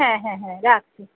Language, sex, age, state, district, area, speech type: Bengali, female, 30-45, West Bengal, North 24 Parganas, urban, conversation